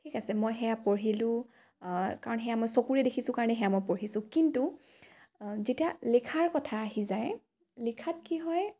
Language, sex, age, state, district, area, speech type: Assamese, female, 18-30, Assam, Dibrugarh, rural, spontaneous